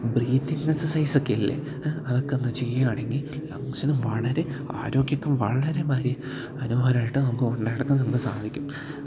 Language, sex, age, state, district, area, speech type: Malayalam, male, 18-30, Kerala, Idukki, rural, spontaneous